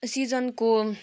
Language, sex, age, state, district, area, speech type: Nepali, female, 18-30, West Bengal, Kalimpong, rural, spontaneous